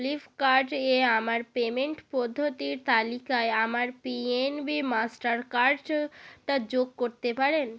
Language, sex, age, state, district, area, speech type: Bengali, female, 18-30, West Bengal, North 24 Parganas, rural, read